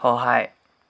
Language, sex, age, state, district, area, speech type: Assamese, male, 18-30, Assam, Dhemaji, rural, read